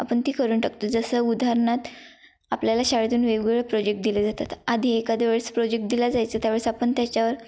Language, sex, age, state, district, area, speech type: Marathi, female, 18-30, Maharashtra, Kolhapur, rural, spontaneous